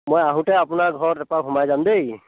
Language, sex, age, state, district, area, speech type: Assamese, male, 60+, Assam, Dhemaji, rural, conversation